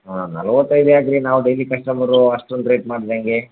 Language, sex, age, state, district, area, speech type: Kannada, male, 18-30, Karnataka, Bellary, rural, conversation